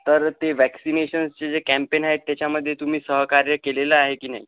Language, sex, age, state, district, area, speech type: Marathi, male, 18-30, Maharashtra, Akola, urban, conversation